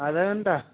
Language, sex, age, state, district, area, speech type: Urdu, male, 30-45, Uttar Pradesh, Muzaffarnagar, urban, conversation